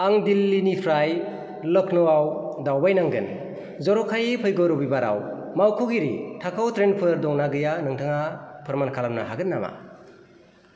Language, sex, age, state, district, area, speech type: Bodo, male, 30-45, Assam, Kokrajhar, urban, read